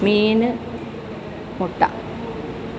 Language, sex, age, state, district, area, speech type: Malayalam, female, 60+, Kerala, Alappuzha, urban, spontaneous